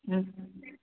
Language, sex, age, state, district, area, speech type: Odia, female, 45-60, Odisha, Sambalpur, rural, conversation